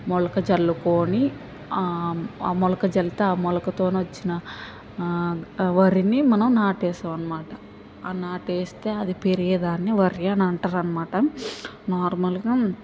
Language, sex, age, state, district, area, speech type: Telugu, female, 18-30, Telangana, Hyderabad, urban, spontaneous